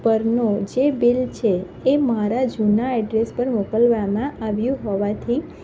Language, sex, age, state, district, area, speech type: Gujarati, female, 30-45, Gujarat, Kheda, rural, spontaneous